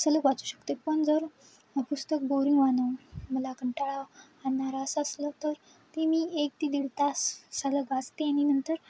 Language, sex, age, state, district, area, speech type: Marathi, female, 18-30, Maharashtra, Nanded, rural, spontaneous